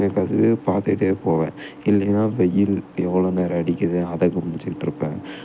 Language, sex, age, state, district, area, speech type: Tamil, male, 18-30, Tamil Nadu, Tiruppur, rural, spontaneous